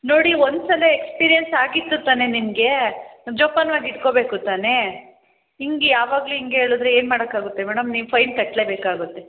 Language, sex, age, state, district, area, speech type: Kannada, female, 30-45, Karnataka, Hassan, urban, conversation